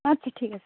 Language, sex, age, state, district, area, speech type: Bengali, female, 30-45, West Bengal, Dakshin Dinajpur, urban, conversation